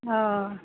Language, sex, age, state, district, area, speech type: Assamese, female, 30-45, Assam, Nalbari, rural, conversation